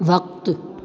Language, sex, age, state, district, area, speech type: Sindhi, female, 30-45, Gujarat, Junagadh, rural, read